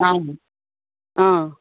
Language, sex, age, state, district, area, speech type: Assamese, female, 60+, Assam, Dibrugarh, rural, conversation